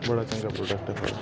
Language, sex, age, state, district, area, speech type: Dogri, male, 18-30, Jammu and Kashmir, Udhampur, rural, spontaneous